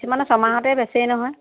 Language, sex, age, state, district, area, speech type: Assamese, female, 60+, Assam, Lakhimpur, rural, conversation